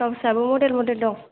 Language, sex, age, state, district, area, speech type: Bodo, female, 18-30, Assam, Kokrajhar, rural, conversation